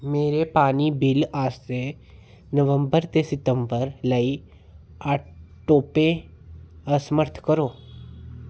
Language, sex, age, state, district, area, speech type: Dogri, male, 30-45, Jammu and Kashmir, Reasi, rural, read